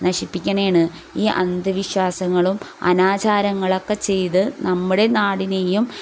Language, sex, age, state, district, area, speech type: Malayalam, female, 30-45, Kerala, Kozhikode, rural, spontaneous